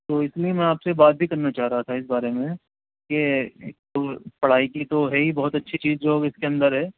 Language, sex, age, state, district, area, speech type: Urdu, male, 30-45, Delhi, Central Delhi, urban, conversation